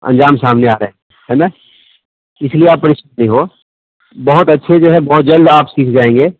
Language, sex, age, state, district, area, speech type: Urdu, male, 30-45, Bihar, East Champaran, urban, conversation